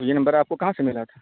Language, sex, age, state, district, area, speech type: Urdu, male, 18-30, Bihar, Purnia, rural, conversation